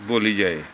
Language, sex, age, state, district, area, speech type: Punjabi, male, 60+, Punjab, Pathankot, urban, spontaneous